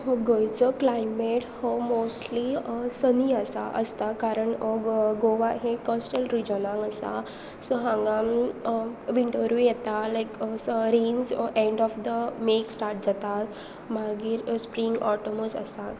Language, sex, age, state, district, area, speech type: Goan Konkani, female, 18-30, Goa, Pernem, rural, spontaneous